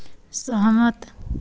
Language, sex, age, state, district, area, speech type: Hindi, female, 45-60, Uttar Pradesh, Varanasi, rural, read